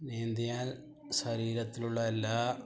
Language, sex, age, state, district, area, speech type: Malayalam, male, 45-60, Kerala, Malappuram, rural, spontaneous